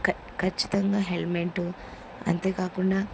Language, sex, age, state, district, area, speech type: Telugu, female, 18-30, Andhra Pradesh, Kurnool, rural, spontaneous